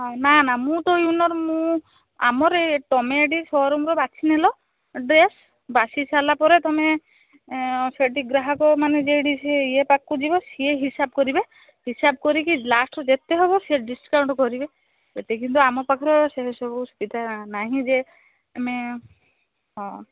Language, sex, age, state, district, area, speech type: Odia, female, 18-30, Odisha, Balasore, rural, conversation